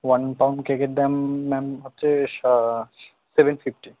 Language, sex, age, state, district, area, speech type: Bengali, male, 18-30, West Bengal, Kolkata, urban, conversation